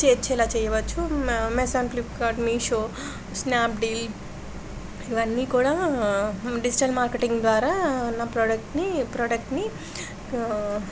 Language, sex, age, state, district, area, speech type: Telugu, female, 30-45, Andhra Pradesh, Anakapalli, rural, spontaneous